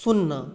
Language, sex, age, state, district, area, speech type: Maithili, male, 30-45, Bihar, Madhubani, rural, read